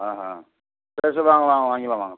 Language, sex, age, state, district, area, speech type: Tamil, male, 60+, Tamil Nadu, Tiruvarur, rural, conversation